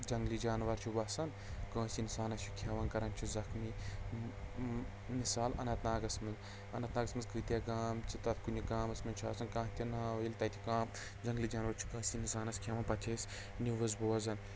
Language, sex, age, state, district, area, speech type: Kashmiri, male, 30-45, Jammu and Kashmir, Anantnag, rural, spontaneous